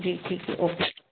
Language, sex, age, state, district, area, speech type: Hindi, female, 30-45, Madhya Pradesh, Bhopal, urban, conversation